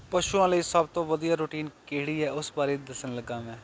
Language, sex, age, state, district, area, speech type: Punjabi, male, 45-60, Punjab, Jalandhar, urban, spontaneous